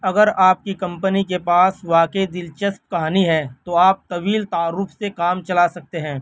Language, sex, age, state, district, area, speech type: Urdu, male, 18-30, Delhi, North West Delhi, urban, read